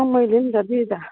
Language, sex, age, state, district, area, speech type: Nepali, female, 45-60, West Bengal, Alipurduar, urban, conversation